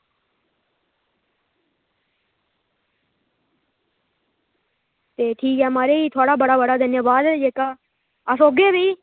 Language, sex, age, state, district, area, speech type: Dogri, male, 18-30, Jammu and Kashmir, Reasi, rural, conversation